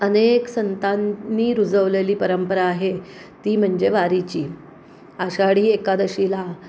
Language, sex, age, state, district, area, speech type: Marathi, female, 45-60, Maharashtra, Pune, urban, spontaneous